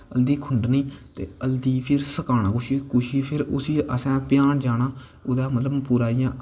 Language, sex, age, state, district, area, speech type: Dogri, male, 18-30, Jammu and Kashmir, Kathua, rural, spontaneous